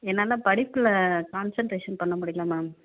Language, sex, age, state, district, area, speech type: Tamil, female, 30-45, Tamil Nadu, Pudukkottai, urban, conversation